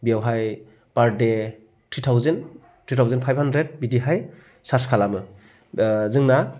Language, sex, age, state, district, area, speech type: Bodo, male, 30-45, Assam, Baksa, rural, spontaneous